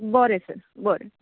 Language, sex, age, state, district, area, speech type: Goan Konkani, female, 18-30, Goa, Tiswadi, rural, conversation